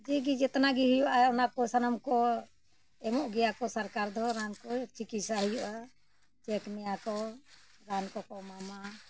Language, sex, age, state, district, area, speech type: Santali, female, 60+, Jharkhand, Bokaro, rural, spontaneous